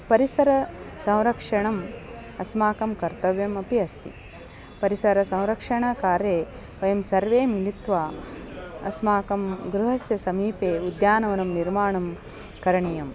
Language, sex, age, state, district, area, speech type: Sanskrit, female, 45-60, Karnataka, Dharwad, urban, spontaneous